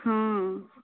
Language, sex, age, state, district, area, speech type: Odia, female, 18-30, Odisha, Boudh, rural, conversation